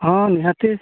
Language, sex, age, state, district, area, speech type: Santali, male, 45-60, Odisha, Mayurbhanj, rural, conversation